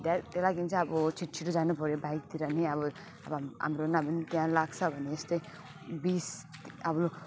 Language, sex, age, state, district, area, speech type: Nepali, female, 30-45, West Bengal, Alipurduar, urban, spontaneous